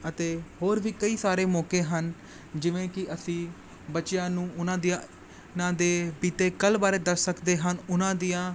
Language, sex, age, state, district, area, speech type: Punjabi, male, 18-30, Punjab, Gurdaspur, urban, spontaneous